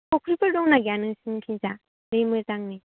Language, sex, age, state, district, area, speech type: Bodo, female, 18-30, Assam, Baksa, rural, conversation